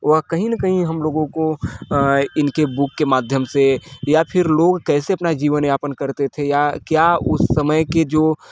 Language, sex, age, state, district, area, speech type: Hindi, male, 30-45, Uttar Pradesh, Mirzapur, rural, spontaneous